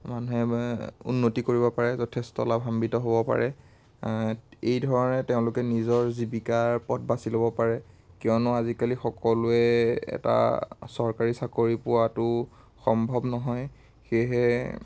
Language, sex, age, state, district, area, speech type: Assamese, male, 18-30, Assam, Biswanath, rural, spontaneous